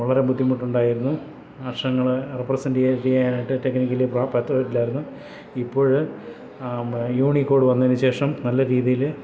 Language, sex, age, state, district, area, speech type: Malayalam, male, 60+, Kerala, Kollam, rural, spontaneous